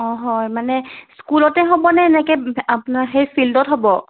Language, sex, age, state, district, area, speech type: Assamese, female, 18-30, Assam, Charaideo, urban, conversation